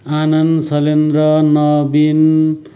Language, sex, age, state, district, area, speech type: Nepali, male, 45-60, West Bengal, Kalimpong, rural, spontaneous